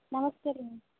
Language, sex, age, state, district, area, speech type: Kannada, female, 18-30, Karnataka, Dharwad, rural, conversation